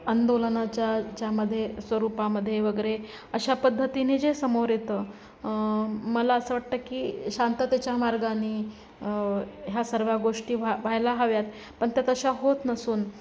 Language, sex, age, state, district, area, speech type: Marathi, female, 45-60, Maharashtra, Nanded, urban, spontaneous